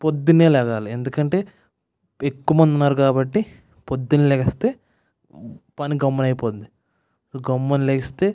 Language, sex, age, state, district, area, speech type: Telugu, male, 18-30, Andhra Pradesh, West Godavari, rural, spontaneous